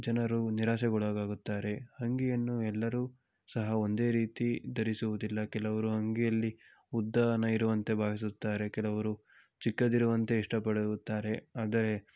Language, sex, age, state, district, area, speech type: Kannada, male, 18-30, Karnataka, Tumkur, urban, spontaneous